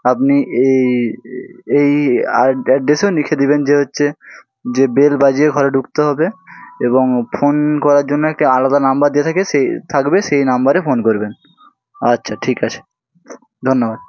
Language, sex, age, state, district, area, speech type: Bengali, male, 18-30, West Bengal, Hooghly, urban, spontaneous